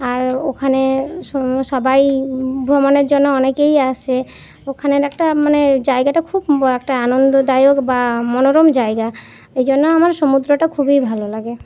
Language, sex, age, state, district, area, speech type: Bengali, female, 30-45, West Bengal, Jhargram, rural, spontaneous